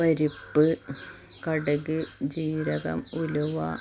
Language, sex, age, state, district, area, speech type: Malayalam, female, 45-60, Kerala, Malappuram, rural, spontaneous